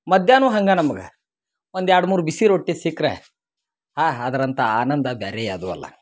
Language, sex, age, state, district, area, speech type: Kannada, male, 30-45, Karnataka, Dharwad, rural, spontaneous